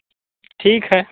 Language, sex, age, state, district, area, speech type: Hindi, male, 45-60, Uttar Pradesh, Mau, urban, conversation